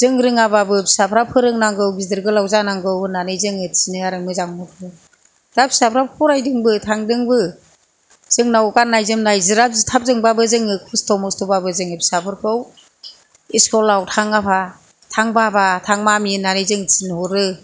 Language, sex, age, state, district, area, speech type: Bodo, female, 60+, Assam, Kokrajhar, rural, spontaneous